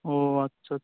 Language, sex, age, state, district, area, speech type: Bengali, male, 18-30, West Bengal, Dakshin Dinajpur, urban, conversation